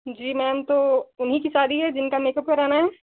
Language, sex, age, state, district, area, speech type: Hindi, female, 18-30, Uttar Pradesh, Chandauli, rural, conversation